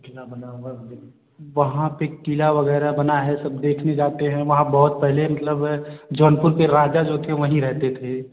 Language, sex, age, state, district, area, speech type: Hindi, male, 18-30, Uttar Pradesh, Jaunpur, urban, conversation